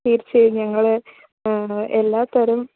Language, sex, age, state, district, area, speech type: Malayalam, female, 30-45, Kerala, Idukki, rural, conversation